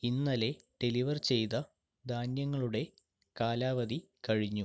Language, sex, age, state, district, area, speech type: Malayalam, male, 45-60, Kerala, Palakkad, rural, read